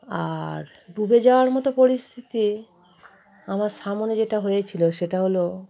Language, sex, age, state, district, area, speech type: Bengali, female, 30-45, West Bengal, Darjeeling, rural, spontaneous